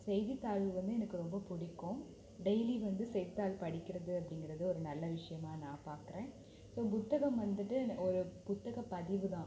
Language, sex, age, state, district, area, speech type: Tamil, female, 18-30, Tamil Nadu, Perambalur, rural, spontaneous